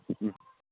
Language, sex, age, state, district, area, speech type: Kannada, male, 30-45, Karnataka, Kolar, rural, conversation